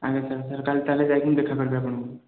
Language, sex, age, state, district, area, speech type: Odia, male, 18-30, Odisha, Khordha, rural, conversation